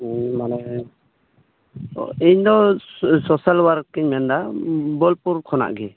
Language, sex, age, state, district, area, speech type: Santali, male, 18-30, West Bengal, Birbhum, rural, conversation